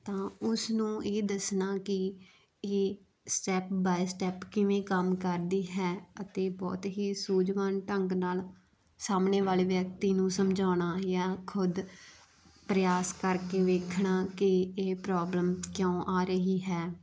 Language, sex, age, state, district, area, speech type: Punjabi, female, 30-45, Punjab, Muktsar, rural, spontaneous